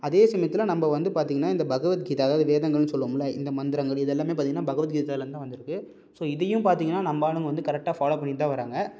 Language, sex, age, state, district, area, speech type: Tamil, male, 18-30, Tamil Nadu, Salem, urban, spontaneous